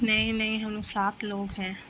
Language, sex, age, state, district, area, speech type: Urdu, female, 30-45, Bihar, Gaya, rural, spontaneous